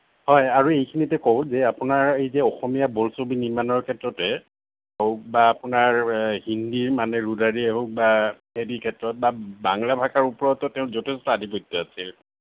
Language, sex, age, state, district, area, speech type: Assamese, male, 45-60, Assam, Kamrup Metropolitan, urban, conversation